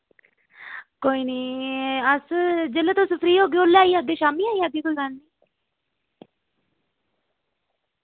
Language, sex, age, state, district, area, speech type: Dogri, female, 45-60, Jammu and Kashmir, Reasi, rural, conversation